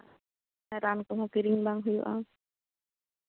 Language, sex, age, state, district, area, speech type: Santali, female, 18-30, West Bengal, Bankura, rural, conversation